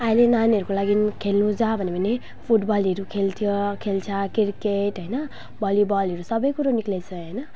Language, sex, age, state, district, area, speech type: Nepali, female, 18-30, West Bengal, Alipurduar, rural, spontaneous